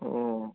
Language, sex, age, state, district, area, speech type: Bengali, male, 18-30, West Bengal, Dakshin Dinajpur, urban, conversation